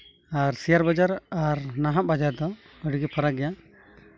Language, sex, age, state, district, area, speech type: Santali, male, 18-30, West Bengal, Malda, rural, spontaneous